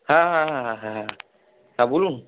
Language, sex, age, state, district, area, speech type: Bengali, male, 18-30, West Bengal, Purba Bardhaman, urban, conversation